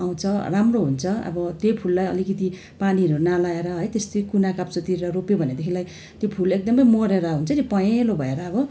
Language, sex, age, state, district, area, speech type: Nepali, female, 45-60, West Bengal, Darjeeling, rural, spontaneous